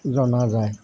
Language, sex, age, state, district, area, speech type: Assamese, male, 45-60, Assam, Jorhat, urban, spontaneous